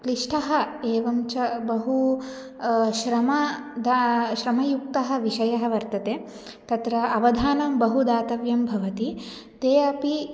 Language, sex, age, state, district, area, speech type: Sanskrit, female, 18-30, Telangana, Ranga Reddy, urban, spontaneous